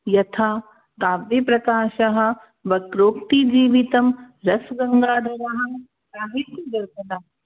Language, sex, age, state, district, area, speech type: Sanskrit, other, 30-45, Rajasthan, Jaipur, urban, conversation